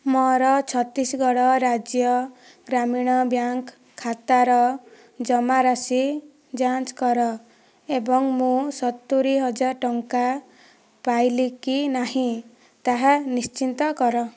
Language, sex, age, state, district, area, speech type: Odia, female, 18-30, Odisha, Kandhamal, rural, read